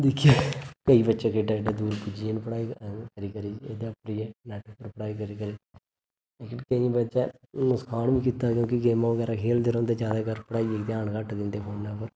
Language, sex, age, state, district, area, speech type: Dogri, male, 30-45, Jammu and Kashmir, Reasi, urban, spontaneous